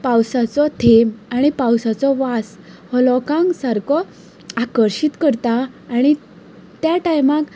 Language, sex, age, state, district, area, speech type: Goan Konkani, female, 18-30, Goa, Ponda, rural, spontaneous